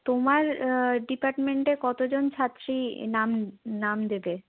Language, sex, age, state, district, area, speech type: Bengali, female, 30-45, West Bengal, Bankura, urban, conversation